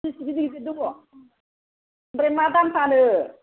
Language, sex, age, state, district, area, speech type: Bodo, female, 60+, Assam, Kokrajhar, rural, conversation